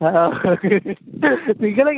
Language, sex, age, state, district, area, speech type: Malayalam, male, 18-30, Kerala, Alappuzha, rural, conversation